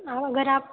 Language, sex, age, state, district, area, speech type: Hindi, female, 18-30, Madhya Pradesh, Betul, rural, conversation